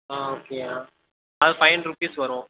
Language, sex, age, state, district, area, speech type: Tamil, male, 18-30, Tamil Nadu, Tirunelveli, rural, conversation